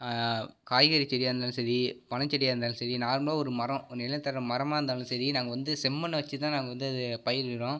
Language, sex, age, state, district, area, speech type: Tamil, male, 30-45, Tamil Nadu, Tiruvarur, urban, spontaneous